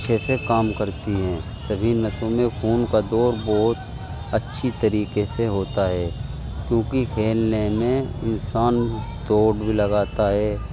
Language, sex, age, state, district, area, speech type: Urdu, male, 18-30, Uttar Pradesh, Muzaffarnagar, urban, spontaneous